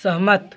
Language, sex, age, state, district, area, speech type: Hindi, male, 18-30, Uttar Pradesh, Jaunpur, urban, read